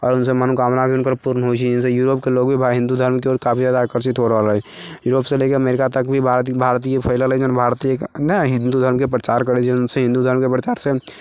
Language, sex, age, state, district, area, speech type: Maithili, male, 45-60, Bihar, Sitamarhi, urban, spontaneous